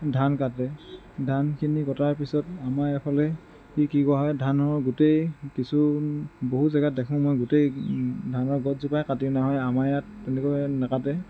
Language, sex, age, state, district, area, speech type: Assamese, male, 30-45, Assam, Tinsukia, rural, spontaneous